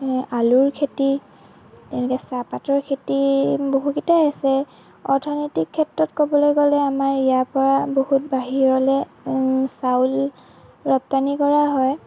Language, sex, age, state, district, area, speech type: Assamese, female, 18-30, Assam, Lakhimpur, rural, spontaneous